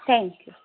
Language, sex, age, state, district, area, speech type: Bengali, female, 30-45, West Bengal, Darjeeling, rural, conversation